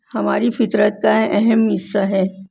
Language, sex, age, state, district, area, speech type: Urdu, female, 60+, Delhi, North East Delhi, urban, spontaneous